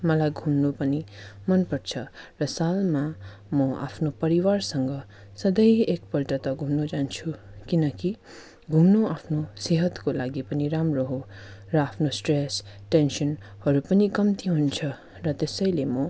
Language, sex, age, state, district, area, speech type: Nepali, female, 45-60, West Bengal, Darjeeling, rural, spontaneous